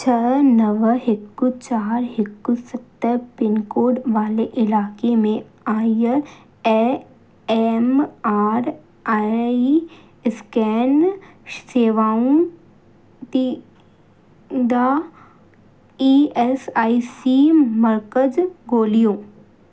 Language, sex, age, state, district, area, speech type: Sindhi, female, 18-30, Madhya Pradesh, Katni, urban, read